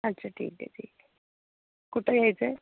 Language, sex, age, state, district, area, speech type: Marathi, female, 18-30, Maharashtra, Amravati, urban, conversation